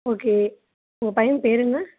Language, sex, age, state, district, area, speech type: Tamil, female, 45-60, Tamil Nadu, Mayiladuthurai, rural, conversation